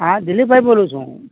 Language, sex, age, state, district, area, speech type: Gujarati, male, 60+, Gujarat, Rajkot, rural, conversation